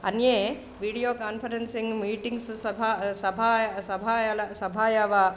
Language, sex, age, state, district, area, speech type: Sanskrit, female, 45-60, Andhra Pradesh, East Godavari, urban, spontaneous